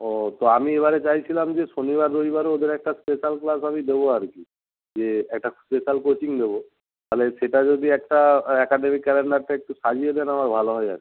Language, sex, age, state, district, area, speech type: Bengali, male, 60+, West Bengal, Nadia, rural, conversation